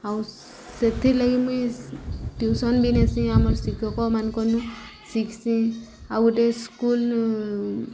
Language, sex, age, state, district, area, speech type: Odia, female, 30-45, Odisha, Subarnapur, urban, spontaneous